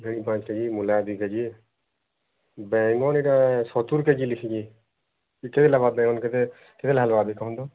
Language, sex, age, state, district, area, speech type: Odia, male, 30-45, Odisha, Bargarh, urban, conversation